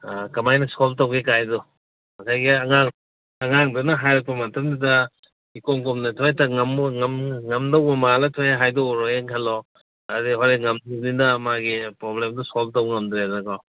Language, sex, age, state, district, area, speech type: Manipuri, male, 60+, Manipur, Kangpokpi, urban, conversation